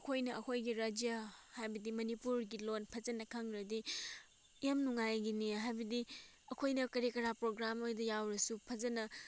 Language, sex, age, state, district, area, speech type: Manipuri, female, 18-30, Manipur, Senapati, rural, spontaneous